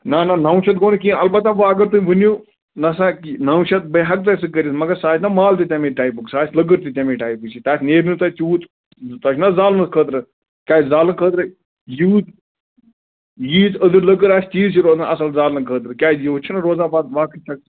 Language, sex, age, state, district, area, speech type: Kashmiri, male, 30-45, Jammu and Kashmir, Bandipora, rural, conversation